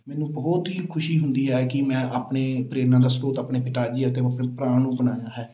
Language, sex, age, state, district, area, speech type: Punjabi, male, 30-45, Punjab, Amritsar, urban, spontaneous